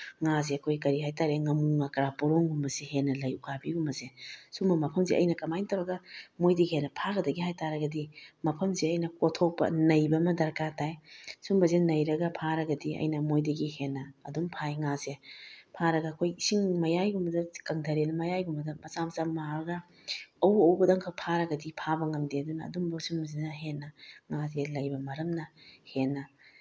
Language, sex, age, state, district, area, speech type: Manipuri, female, 45-60, Manipur, Bishnupur, rural, spontaneous